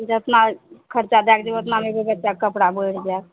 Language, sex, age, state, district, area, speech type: Maithili, female, 45-60, Bihar, Madhepura, rural, conversation